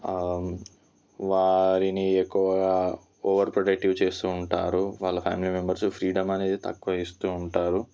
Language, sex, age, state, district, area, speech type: Telugu, male, 18-30, Telangana, Ranga Reddy, rural, spontaneous